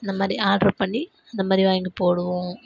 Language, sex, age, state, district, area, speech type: Tamil, female, 18-30, Tamil Nadu, Kallakurichi, rural, spontaneous